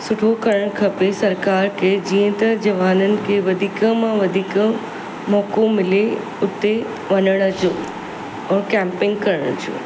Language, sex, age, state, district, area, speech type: Sindhi, female, 45-60, Maharashtra, Mumbai Suburban, urban, spontaneous